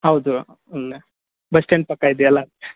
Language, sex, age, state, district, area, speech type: Kannada, male, 45-60, Karnataka, Tumkur, rural, conversation